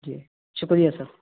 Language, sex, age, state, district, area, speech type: Urdu, male, 18-30, Uttar Pradesh, Saharanpur, urban, conversation